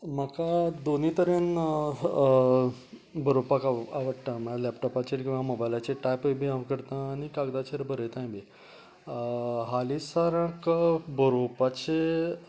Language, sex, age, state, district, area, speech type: Goan Konkani, male, 45-60, Goa, Canacona, rural, spontaneous